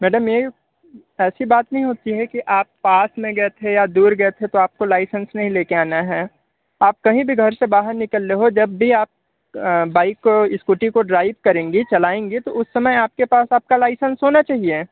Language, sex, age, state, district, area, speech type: Hindi, male, 30-45, Uttar Pradesh, Sonbhadra, rural, conversation